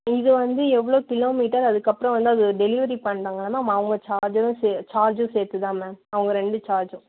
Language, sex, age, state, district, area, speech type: Tamil, female, 30-45, Tamil Nadu, Viluppuram, rural, conversation